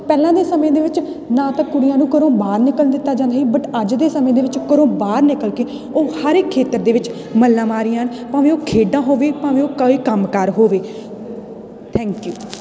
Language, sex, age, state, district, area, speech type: Punjabi, female, 18-30, Punjab, Tarn Taran, rural, spontaneous